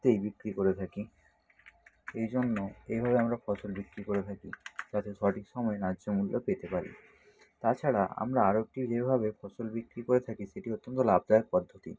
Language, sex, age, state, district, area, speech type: Bengali, male, 60+, West Bengal, Nadia, rural, spontaneous